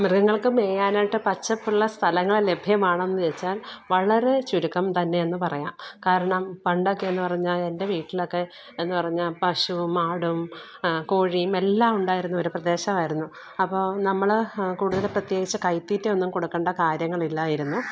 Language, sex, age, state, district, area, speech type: Malayalam, female, 45-60, Kerala, Alappuzha, rural, spontaneous